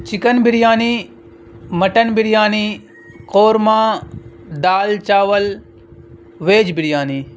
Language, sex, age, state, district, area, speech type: Urdu, male, 18-30, Bihar, Purnia, rural, spontaneous